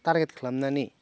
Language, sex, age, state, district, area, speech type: Bodo, male, 30-45, Assam, Goalpara, rural, spontaneous